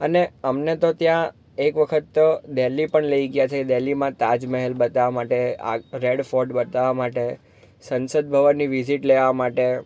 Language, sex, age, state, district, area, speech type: Gujarati, male, 18-30, Gujarat, Surat, urban, spontaneous